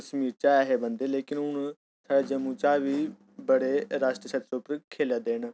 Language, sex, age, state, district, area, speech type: Dogri, male, 30-45, Jammu and Kashmir, Udhampur, urban, spontaneous